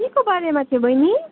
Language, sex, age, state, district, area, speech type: Nepali, female, 18-30, West Bengal, Jalpaiguri, rural, conversation